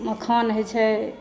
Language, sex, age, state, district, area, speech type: Maithili, female, 60+, Bihar, Saharsa, rural, spontaneous